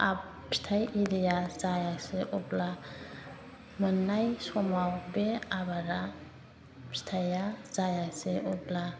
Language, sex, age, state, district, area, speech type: Bodo, female, 45-60, Assam, Chirang, urban, spontaneous